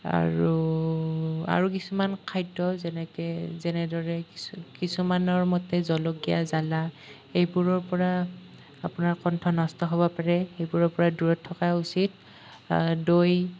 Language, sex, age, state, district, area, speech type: Assamese, male, 18-30, Assam, Nalbari, rural, spontaneous